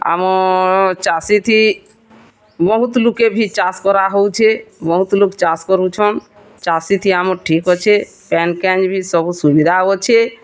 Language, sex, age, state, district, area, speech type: Odia, female, 45-60, Odisha, Bargarh, urban, spontaneous